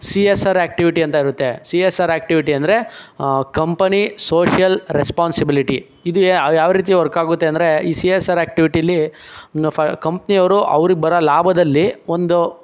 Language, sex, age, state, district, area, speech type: Kannada, male, 18-30, Karnataka, Chikkaballapur, urban, spontaneous